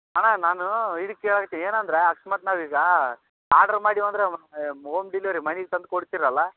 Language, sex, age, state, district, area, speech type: Kannada, male, 30-45, Karnataka, Raichur, rural, conversation